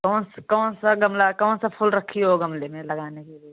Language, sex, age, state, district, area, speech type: Hindi, female, 18-30, Uttar Pradesh, Jaunpur, rural, conversation